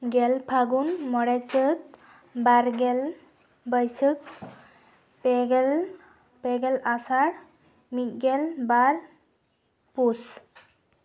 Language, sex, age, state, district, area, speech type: Santali, female, 18-30, West Bengal, Purulia, rural, spontaneous